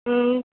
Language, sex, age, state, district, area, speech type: Tamil, female, 18-30, Tamil Nadu, Kanchipuram, urban, conversation